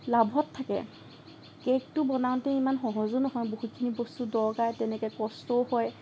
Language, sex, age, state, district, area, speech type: Assamese, female, 18-30, Assam, Lakhimpur, rural, spontaneous